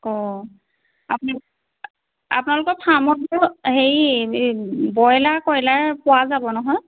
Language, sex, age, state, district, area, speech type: Assamese, female, 30-45, Assam, Majuli, urban, conversation